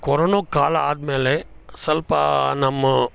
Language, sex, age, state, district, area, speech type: Kannada, male, 45-60, Karnataka, Chikkamagaluru, rural, spontaneous